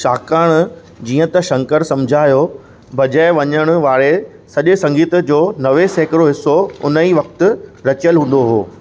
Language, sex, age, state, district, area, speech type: Sindhi, male, 30-45, Maharashtra, Thane, rural, read